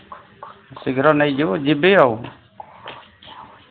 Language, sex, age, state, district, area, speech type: Odia, male, 45-60, Odisha, Sambalpur, rural, conversation